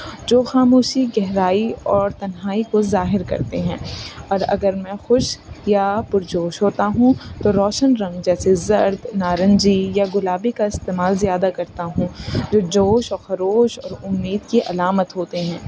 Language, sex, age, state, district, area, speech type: Urdu, female, 18-30, Uttar Pradesh, Rampur, urban, spontaneous